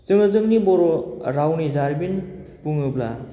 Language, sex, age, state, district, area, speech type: Bodo, male, 30-45, Assam, Baksa, urban, spontaneous